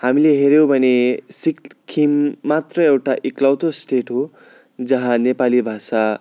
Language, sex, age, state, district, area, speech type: Nepali, male, 18-30, West Bengal, Darjeeling, rural, spontaneous